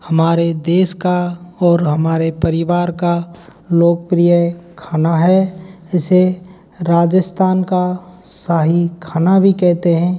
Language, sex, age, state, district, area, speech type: Hindi, male, 18-30, Rajasthan, Bharatpur, rural, spontaneous